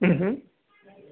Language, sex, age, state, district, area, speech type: Kannada, male, 30-45, Karnataka, Bangalore Urban, rural, conversation